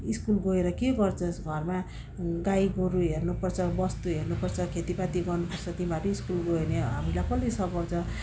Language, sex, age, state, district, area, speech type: Nepali, female, 45-60, West Bengal, Darjeeling, rural, spontaneous